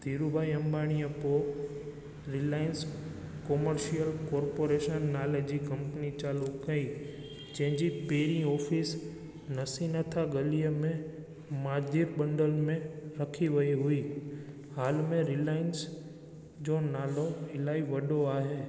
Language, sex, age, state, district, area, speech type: Sindhi, male, 18-30, Gujarat, Junagadh, urban, spontaneous